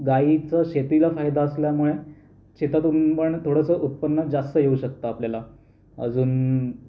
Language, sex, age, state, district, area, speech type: Marathi, male, 18-30, Maharashtra, Raigad, rural, spontaneous